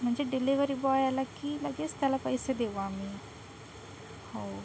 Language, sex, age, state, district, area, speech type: Marathi, female, 18-30, Maharashtra, Sindhudurg, rural, spontaneous